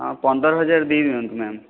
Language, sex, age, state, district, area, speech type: Odia, male, 18-30, Odisha, Jajpur, rural, conversation